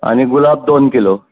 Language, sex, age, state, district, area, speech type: Goan Konkani, male, 60+, Goa, Tiswadi, rural, conversation